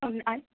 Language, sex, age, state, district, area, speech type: Marathi, female, 18-30, Maharashtra, Beed, urban, conversation